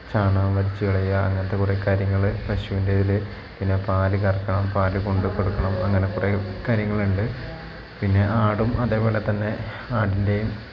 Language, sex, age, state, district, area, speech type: Malayalam, male, 30-45, Kerala, Wayanad, rural, spontaneous